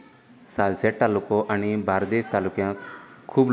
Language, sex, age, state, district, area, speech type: Goan Konkani, male, 30-45, Goa, Canacona, rural, spontaneous